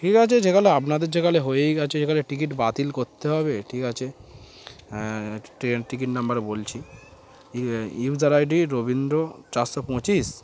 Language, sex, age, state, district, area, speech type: Bengali, male, 18-30, West Bengal, Darjeeling, urban, spontaneous